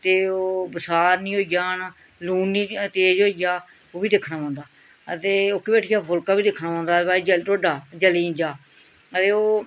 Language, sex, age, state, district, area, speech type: Dogri, female, 45-60, Jammu and Kashmir, Reasi, rural, spontaneous